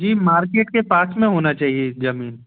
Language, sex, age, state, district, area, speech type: Hindi, male, 18-30, Madhya Pradesh, Gwalior, urban, conversation